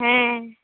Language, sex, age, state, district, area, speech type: Santali, female, 18-30, West Bengal, Bankura, rural, conversation